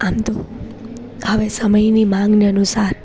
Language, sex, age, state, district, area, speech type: Gujarati, female, 18-30, Gujarat, Junagadh, urban, spontaneous